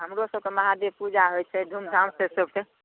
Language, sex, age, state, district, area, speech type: Maithili, female, 45-60, Bihar, Samastipur, rural, conversation